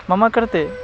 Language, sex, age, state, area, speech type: Sanskrit, male, 18-30, Bihar, rural, spontaneous